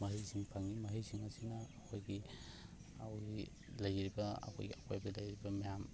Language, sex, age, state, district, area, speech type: Manipuri, male, 30-45, Manipur, Thoubal, rural, spontaneous